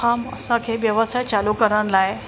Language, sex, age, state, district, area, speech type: Sindhi, female, 45-60, Maharashtra, Mumbai Suburban, urban, spontaneous